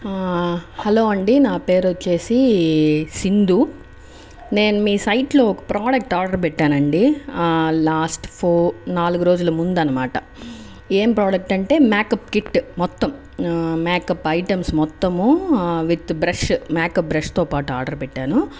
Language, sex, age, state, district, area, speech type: Telugu, female, 30-45, Andhra Pradesh, Chittoor, urban, spontaneous